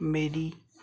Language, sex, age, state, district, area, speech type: Punjabi, male, 30-45, Punjab, Fazilka, rural, spontaneous